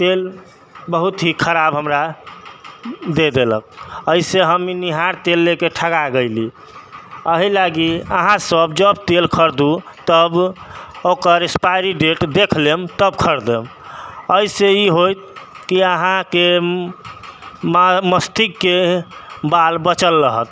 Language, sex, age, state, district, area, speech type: Maithili, male, 30-45, Bihar, Sitamarhi, urban, spontaneous